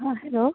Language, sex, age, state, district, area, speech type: Hindi, female, 18-30, Bihar, Begusarai, rural, conversation